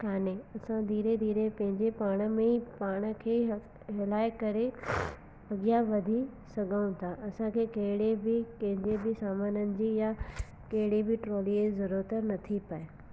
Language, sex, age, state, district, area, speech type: Sindhi, female, 18-30, Gujarat, Surat, urban, spontaneous